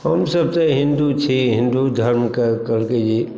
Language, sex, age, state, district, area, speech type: Maithili, male, 60+, Bihar, Madhubani, urban, spontaneous